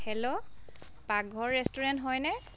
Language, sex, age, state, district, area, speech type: Assamese, female, 30-45, Assam, Dhemaji, urban, spontaneous